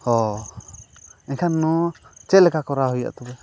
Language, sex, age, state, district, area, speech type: Santali, male, 45-60, Odisha, Mayurbhanj, rural, spontaneous